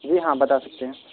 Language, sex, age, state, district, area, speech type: Urdu, male, 18-30, Bihar, Purnia, rural, conversation